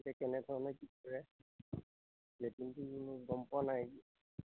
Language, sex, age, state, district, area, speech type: Assamese, male, 45-60, Assam, Majuli, rural, conversation